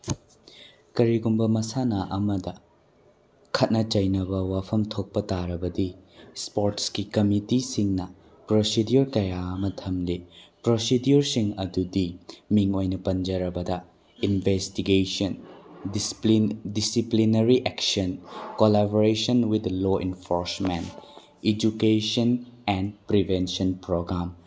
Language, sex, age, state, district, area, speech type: Manipuri, male, 18-30, Manipur, Bishnupur, rural, spontaneous